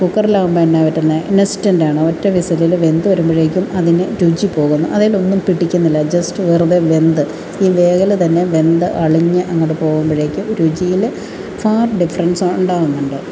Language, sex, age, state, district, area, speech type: Malayalam, female, 45-60, Kerala, Alappuzha, rural, spontaneous